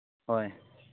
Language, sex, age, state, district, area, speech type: Manipuri, male, 30-45, Manipur, Churachandpur, rural, conversation